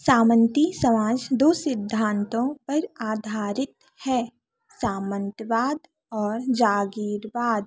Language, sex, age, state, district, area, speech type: Hindi, female, 18-30, Madhya Pradesh, Narsinghpur, urban, read